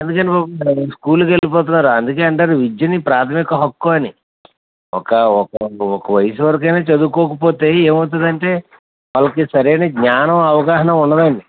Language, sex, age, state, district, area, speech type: Telugu, male, 60+, Andhra Pradesh, West Godavari, rural, conversation